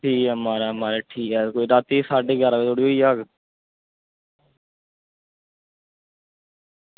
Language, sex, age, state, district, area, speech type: Dogri, male, 18-30, Jammu and Kashmir, Jammu, rural, conversation